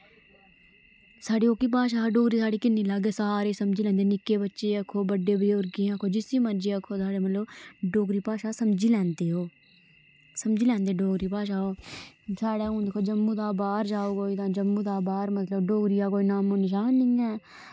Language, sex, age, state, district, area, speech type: Dogri, female, 18-30, Jammu and Kashmir, Udhampur, rural, spontaneous